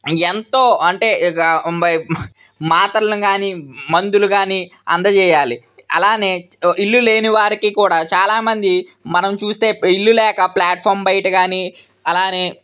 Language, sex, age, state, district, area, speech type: Telugu, male, 18-30, Andhra Pradesh, Vizianagaram, urban, spontaneous